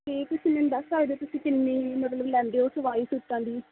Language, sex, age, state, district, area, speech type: Punjabi, female, 30-45, Punjab, Mohali, urban, conversation